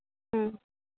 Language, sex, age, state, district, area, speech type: Santali, female, 18-30, Jharkhand, Pakur, rural, conversation